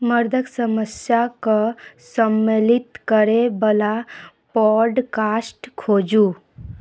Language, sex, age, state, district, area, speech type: Maithili, female, 30-45, Bihar, Sitamarhi, urban, read